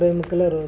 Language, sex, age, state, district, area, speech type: Telugu, male, 30-45, Andhra Pradesh, West Godavari, rural, spontaneous